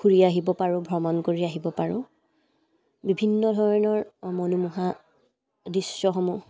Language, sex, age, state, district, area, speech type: Assamese, female, 18-30, Assam, Dibrugarh, rural, spontaneous